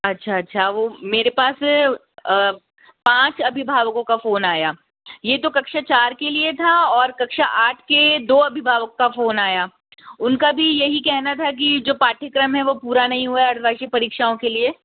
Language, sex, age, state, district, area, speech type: Hindi, female, 60+, Rajasthan, Jaipur, urban, conversation